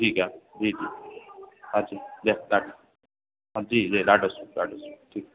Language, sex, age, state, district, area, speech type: Sindhi, male, 45-60, Uttar Pradesh, Lucknow, urban, conversation